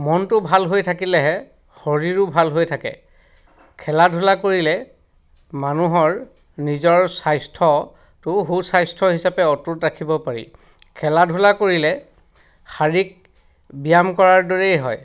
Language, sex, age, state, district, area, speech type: Assamese, male, 45-60, Assam, Dhemaji, rural, spontaneous